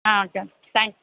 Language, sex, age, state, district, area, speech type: Tamil, female, 18-30, Tamil Nadu, Perambalur, rural, conversation